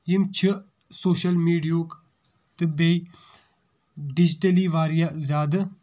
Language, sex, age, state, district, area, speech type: Kashmiri, male, 18-30, Jammu and Kashmir, Kulgam, urban, spontaneous